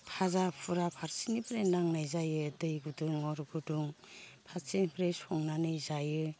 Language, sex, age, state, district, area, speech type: Bodo, female, 45-60, Assam, Baksa, rural, spontaneous